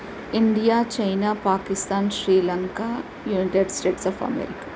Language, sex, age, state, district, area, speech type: Sanskrit, female, 45-60, Karnataka, Mysore, urban, spontaneous